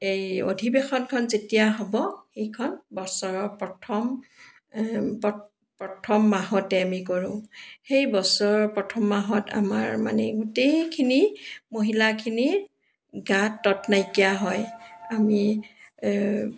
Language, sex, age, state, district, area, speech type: Assamese, female, 60+, Assam, Dibrugarh, urban, spontaneous